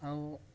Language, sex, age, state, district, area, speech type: Odia, male, 18-30, Odisha, Nabarangpur, urban, spontaneous